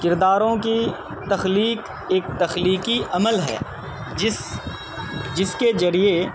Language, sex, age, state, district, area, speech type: Urdu, male, 30-45, Bihar, Purnia, rural, spontaneous